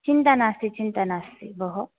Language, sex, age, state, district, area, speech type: Sanskrit, female, 18-30, Andhra Pradesh, Visakhapatnam, urban, conversation